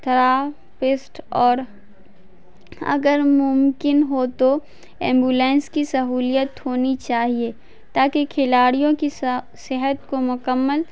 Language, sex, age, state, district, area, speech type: Urdu, female, 18-30, Bihar, Madhubani, urban, spontaneous